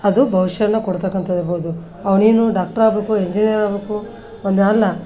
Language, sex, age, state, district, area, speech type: Kannada, female, 60+, Karnataka, Koppal, rural, spontaneous